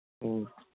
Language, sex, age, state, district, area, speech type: Manipuri, male, 18-30, Manipur, Kangpokpi, urban, conversation